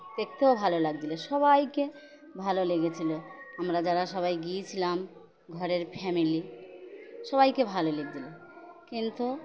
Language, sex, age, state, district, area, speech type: Bengali, female, 60+, West Bengal, Birbhum, urban, spontaneous